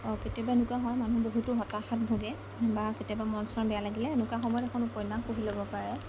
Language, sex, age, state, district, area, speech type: Assamese, female, 18-30, Assam, Jorhat, urban, spontaneous